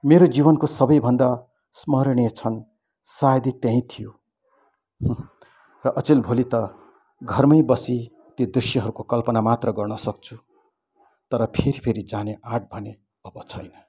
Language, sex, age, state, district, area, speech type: Nepali, male, 60+, West Bengal, Kalimpong, rural, spontaneous